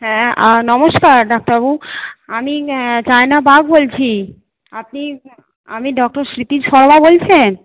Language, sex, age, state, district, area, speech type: Bengali, female, 45-60, West Bengal, Purba Bardhaman, urban, conversation